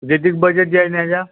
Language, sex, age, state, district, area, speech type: Marathi, male, 18-30, Maharashtra, Nagpur, rural, conversation